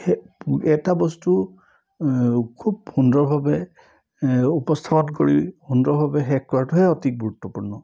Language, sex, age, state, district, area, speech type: Assamese, male, 60+, Assam, Charaideo, urban, spontaneous